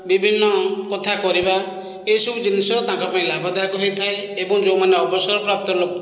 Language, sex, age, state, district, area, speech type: Odia, male, 45-60, Odisha, Khordha, rural, spontaneous